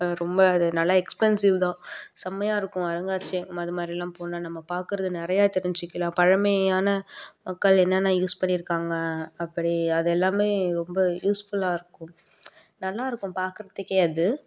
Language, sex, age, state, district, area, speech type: Tamil, female, 18-30, Tamil Nadu, Perambalur, urban, spontaneous